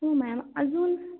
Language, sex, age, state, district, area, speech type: Marathi, female, 18-30, Maharashtra, Ahmednagar, rural, conversation